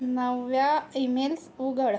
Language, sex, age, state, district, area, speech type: Marathi, female, 30-45, Maharashtra, Yavatmal, rural, read